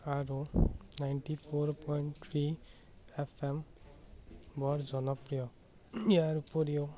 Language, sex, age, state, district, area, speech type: Assamese, male, 18-30, Assam, Morigaon, rural, spontaneous